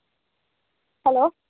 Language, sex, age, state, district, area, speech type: Tamil, female, 18-30, Tamil Nadu, Tiruvarur, urban, conversation